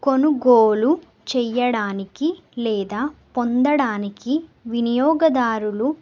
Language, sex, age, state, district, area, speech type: Telugu, female, 18-30, Telangana, Nagarkurnool, urban, spontaneous